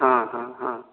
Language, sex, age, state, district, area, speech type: Maithili, male, 30-45, Bihar, Madhubani, rural, conversation